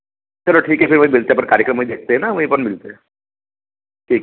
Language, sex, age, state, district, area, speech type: Hindi, male, 45-60, Madhya Pradesh, Ujjain, rural, conversation